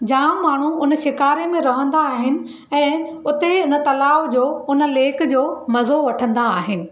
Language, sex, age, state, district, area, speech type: Sindhi, female, 45-60, Maharashtra, Thane, urban, spontaneous